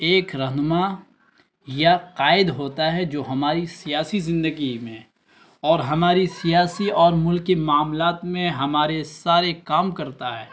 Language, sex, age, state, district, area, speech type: Urdu, male, 18-30, Bihar, Araria, rural, spontaneous